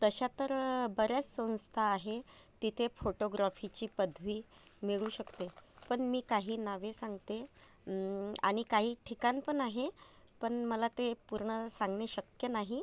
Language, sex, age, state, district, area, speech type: Marathi, female, 30-45, Maharashtra, Amravati, urban, spontaneous